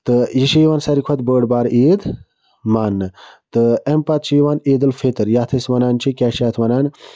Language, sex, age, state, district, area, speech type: Kashmiri, male, 60+, Jammu and Kashmir, Budgam, rural, spontaneous